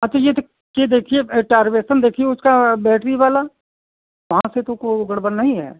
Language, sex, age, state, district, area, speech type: Hindi, male, 60+, Uttar Pradesh, Sitapur, rural, conversation